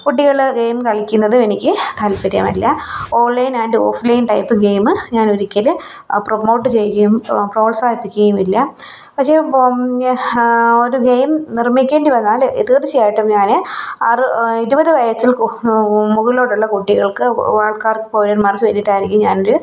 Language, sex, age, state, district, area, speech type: Malayalam, female, 30-45, Kerala, Kollam, rural, spontaneous